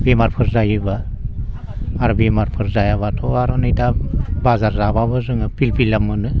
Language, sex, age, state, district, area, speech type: Bodo, male, 60+, Assam, Baksa, urban, spontaneous